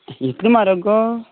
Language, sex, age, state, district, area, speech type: Goan Konkani, male, 18-30, Goa, Canacona, rural, conversation